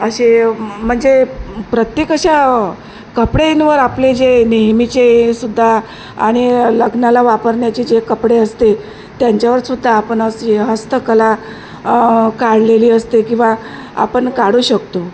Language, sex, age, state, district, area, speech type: Marathi, female, 45-60, Maharashtra, Wardha, rural, spontaneous